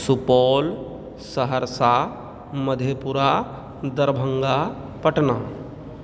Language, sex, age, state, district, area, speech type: Maithili, male, 30-45, Bihar, Supaul, rural, spontaneous